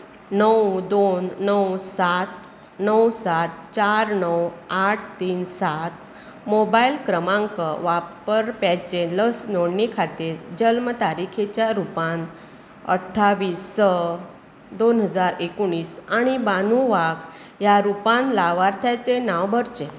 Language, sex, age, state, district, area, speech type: Goan Konkani, female, 45-60, Goa, Bardez, urban, read